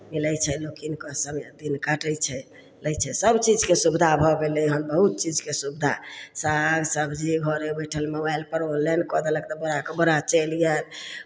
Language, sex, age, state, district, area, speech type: Maithili, female, 60+, Bihar, Samastipur, rural, spontaneous